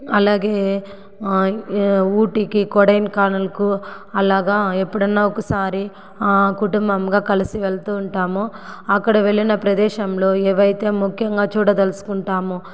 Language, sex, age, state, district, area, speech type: Telugu, female, 45-60, Andhra Pradesh, Sri Balaji, urban, spontaneous